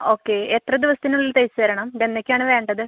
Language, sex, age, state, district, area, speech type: Malayalam, female, 30-45, Kerala, Thrissur, rural, conversation